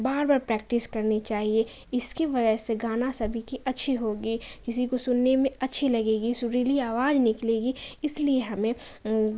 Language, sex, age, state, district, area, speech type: Urdu, female, 18-30, Bihar, Khagaria, urban, spontaneous